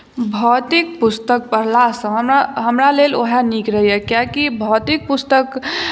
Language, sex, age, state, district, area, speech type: Maithili, female, 18-30, Bihar, Madhubani, rural, spontaneous